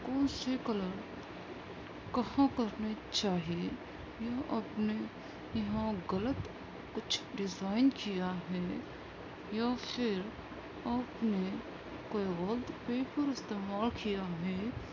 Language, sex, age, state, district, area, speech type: Urdu, female, 18-30, Uttar Pradesh, Gautam Buddha Nagar, urban, spontaneous